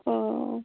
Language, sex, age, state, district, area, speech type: Assamese, female, 18-30, Assam, Darrang, rural, conversation